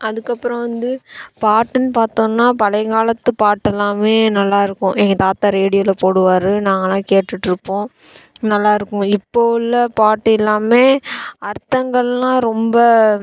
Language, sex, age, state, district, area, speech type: Tamil, female, 18-30, Tamil Nadu, Thoothukudi, urban, spontaneous